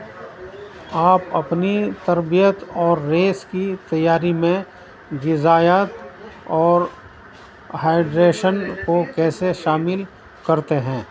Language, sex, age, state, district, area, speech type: Urdu, male, 60+, Uttar Pradesh, Muzaffarnagar, urban, spontaneous